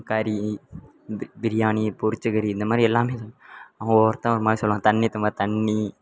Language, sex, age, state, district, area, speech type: Tamil, male, 18-30, Tamil Nadu, Tirunelveli, rural, spontaneous